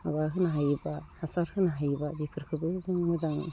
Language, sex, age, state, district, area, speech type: Bodo, female, 45-60, Assam, Udalguri, rural, spontaneous